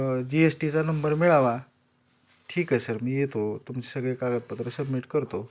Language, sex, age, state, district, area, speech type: Marathi, male, 45-60, Maharashtra, Osmanabad, rural, spontaneous